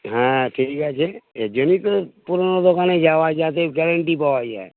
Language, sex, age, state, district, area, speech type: Bengali, male, 60+, West Bengal, Hooghly, rural, conversation